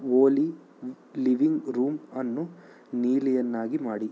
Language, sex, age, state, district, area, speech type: Kannada, male, 30-45, Karnataka, Chikkaballapur, urban, read